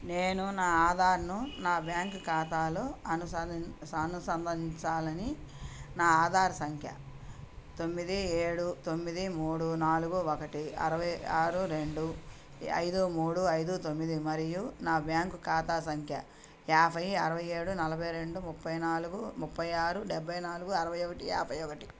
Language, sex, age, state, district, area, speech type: Telugu, female, 60+, Andhra Pradesh, Bapatla, urban, read